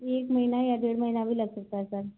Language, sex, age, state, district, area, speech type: Hindi, female, 30-45, Madhya Pradesh, Gwalior, rural, conversation